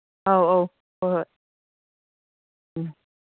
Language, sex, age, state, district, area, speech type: Manipuri, female, 60+, Manipur, Imphal East, rural, conversation